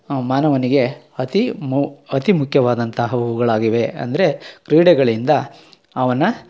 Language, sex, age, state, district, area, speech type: Kannada, male, 45-60, Karnataka, Chikkamagaluru, rural, spontaneous